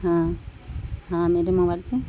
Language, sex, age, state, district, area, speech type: Urdu, female, 45-60, Bihar, Gaya, urban, spontaneous